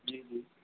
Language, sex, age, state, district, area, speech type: Sindhi, male, 30-45, Madhya Pradesh, Katni, urban, conversation